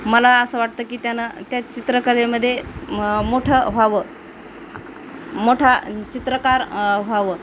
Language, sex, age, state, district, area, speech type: Marathi, female, 30-45, Maharashtra, Nanded, rural, spontaneous